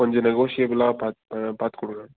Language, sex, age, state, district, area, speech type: Tamil, male, 18-30, Tamil Nadu, Nilgiris, urban, conversation